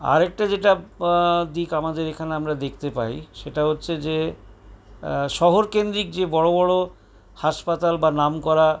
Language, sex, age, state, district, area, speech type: Bengali, male, 60+, West Bengal, Paschim Bardhaman, urban, spontaneous